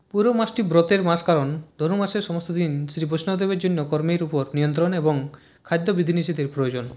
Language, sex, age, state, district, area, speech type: Bengali, male, 30-45, West Bengal, Purulia, rural, read